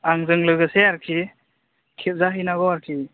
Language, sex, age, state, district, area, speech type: Bodo, male, 18-30, Assam, Chirang, urban, conversation